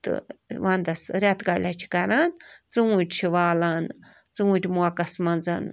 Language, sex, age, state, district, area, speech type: Kashmiri, female, 18-30, Jammu and Kashmir, Bandipora, rural, spontaneous